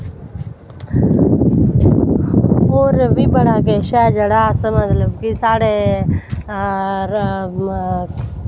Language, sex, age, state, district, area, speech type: Dogri, female, 18-30, Jammu and Kashmir, Samba, rural, spontaneous